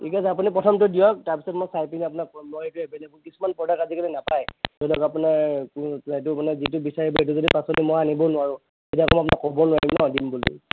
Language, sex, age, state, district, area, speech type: Assamese, male, 30-45, Assam, Kamrup Metropolitan, urban, conversation